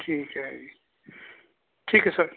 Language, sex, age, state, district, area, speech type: Punjabi, male, 45-60, Punjab, Kapurthala, urban, conversation